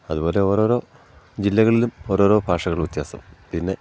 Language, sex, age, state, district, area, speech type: Malayalam, male, 45-60, Kerala, Idukki, rural, spontaneous